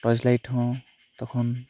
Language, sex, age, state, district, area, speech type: Santali, male, 18-30, West Bengal, Bankura, rural, spontaneous